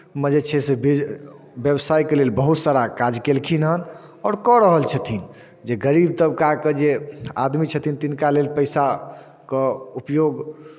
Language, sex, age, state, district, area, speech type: Maithili, male, 30-45, Bihar, Darbhanga, rural, spontaneous